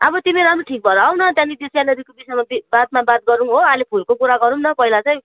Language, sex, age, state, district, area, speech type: Nepali, female, 45-60, West Bengal, Kalimpong, rural, conversation